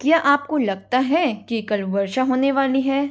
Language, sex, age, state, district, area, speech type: Hindi, female, 45-60, Rajasthan, Jaipur, urban, read